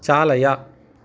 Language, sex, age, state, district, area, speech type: Sanskrit, male, 30-45, Telangana, Hyderabad, urban, read